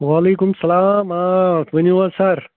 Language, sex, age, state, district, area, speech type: Kashmiri, male, 30-45, Jammu and Kashmir, Bandipora, rural, conversation